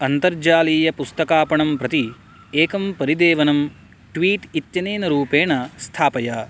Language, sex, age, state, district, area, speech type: Sanskrit, male, 18-30, Karnataka, Uttara Kannada, urban, read